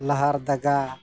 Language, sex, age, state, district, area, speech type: Santali, male, 30-45, Jharkhand, East Singhbhum, rural, spontaneous